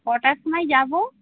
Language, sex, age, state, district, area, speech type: Bengali, female, 45-60, West Bengal, North 24 Parganas, urban, conversation